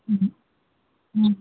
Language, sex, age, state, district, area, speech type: Tamil, female, 18-30, Tamil Nadu, Pudukkottai, rural, conversation